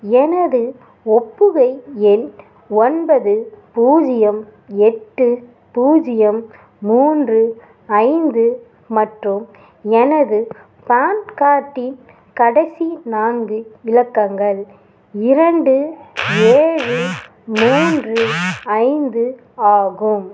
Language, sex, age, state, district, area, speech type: Tamil, female, 18-30, Tamil Nadu, Ariyalur, rural, read